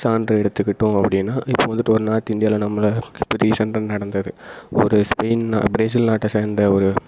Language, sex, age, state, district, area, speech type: Tamil, male, 18-30, Tamil Nadu, Perambalur, rural, spontaneous